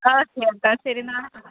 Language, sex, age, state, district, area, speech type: Malayalam, female, 30-45, Kerala, Idukki, rural, conversation